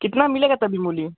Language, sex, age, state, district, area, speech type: Hindi, male, 18-30, Uttar Pradesh, Chandauli, rural, conversation